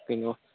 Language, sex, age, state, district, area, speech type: Manipuri, male, 18-30, Manipur, Senapati, rural, conversation